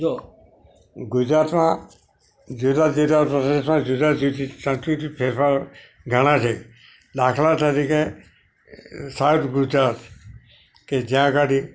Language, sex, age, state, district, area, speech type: Gujarati, male, 60+, Gujarat, Narmada, urban, spontaneous